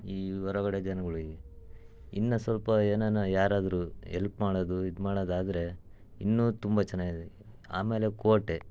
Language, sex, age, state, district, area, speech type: Kannada, male, 30-45, Karnataka, Chitradurga, rural, spontaneous